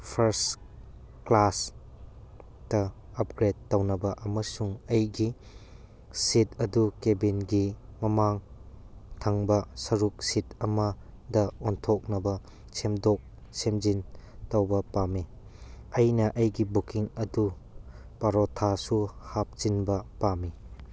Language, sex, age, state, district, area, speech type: Manipuri, male, 18-30, Manipur, Churachandpur, rural, read